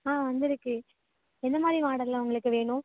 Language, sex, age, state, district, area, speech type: Tamil, female, 18-30, Tamil Nadu, Thanjavur, rural, conversation